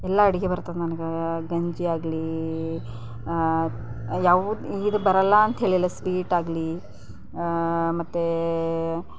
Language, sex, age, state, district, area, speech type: Kannada, female, 30-45, Karnataka, Bidar, rural, spontaneous